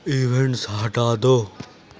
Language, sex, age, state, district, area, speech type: Urdu, male, 60+, Delhi, Central Delhi, urban, read